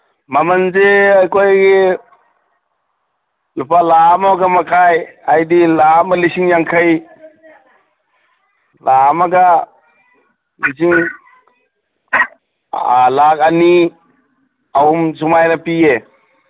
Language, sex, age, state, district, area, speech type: Manipuri, male, 45-60, Manipur, Churachandpur, urban, conversation